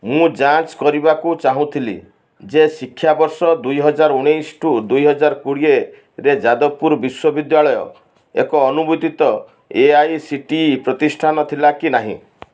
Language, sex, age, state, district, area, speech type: Odia, male, 60+, Odisha, Balasore, rural, read